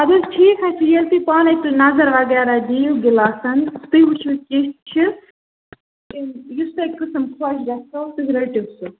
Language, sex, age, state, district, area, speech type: Kashmiri, female, 18-30, Jammu and Kashmir, Ganderbal, rural, conversation